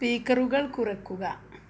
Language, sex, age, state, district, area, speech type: Malayalam, female, 45-60, Kerala, Malappuram, rural, read